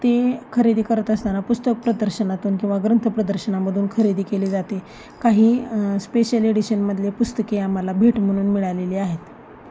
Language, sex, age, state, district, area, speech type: Marathi, female, 30-45, Maharashtra, Osmanabad, rural, spontaneous